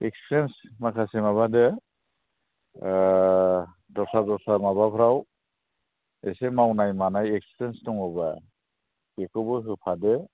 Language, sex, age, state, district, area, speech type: Bodo, male, 60+, Assam, Chirang, urban, conversation